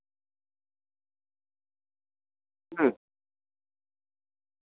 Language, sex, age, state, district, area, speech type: Santali, male, 45-60, West Bengal, Purulia, rural, conversation